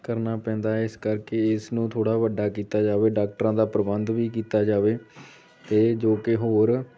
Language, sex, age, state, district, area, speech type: Punjabi, male, 18-30, Punjab, Amritsar, rural, spontaneous